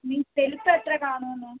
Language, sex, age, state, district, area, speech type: Malayalam, female, 18-30, Kerala, Alappuzha, rural, conversation